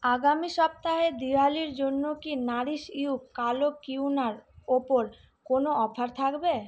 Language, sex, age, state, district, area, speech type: Bengali, female, 18-30, West Bengal, Malda, urban, read